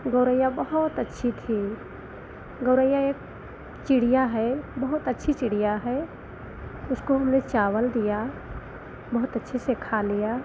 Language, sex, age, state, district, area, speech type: Hindi, female, 60+, Uttar Pradesh, Lucknow, rural, spontaneous